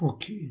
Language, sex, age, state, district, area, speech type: Odia, male, 30-45, Odisha, Balasore, rural, read